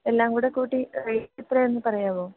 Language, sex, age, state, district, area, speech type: Malayalam, female, 18-30, Kerala, Idukki, rural, conversation